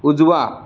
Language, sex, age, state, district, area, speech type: Marathi, male, 18-30, Maharashtra, Sindhudurg, rural, read